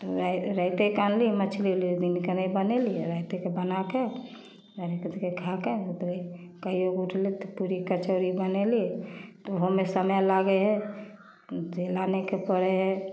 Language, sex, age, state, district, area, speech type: Maithili, female, 45-60, Bihar, Samastipur, rural, spontaneous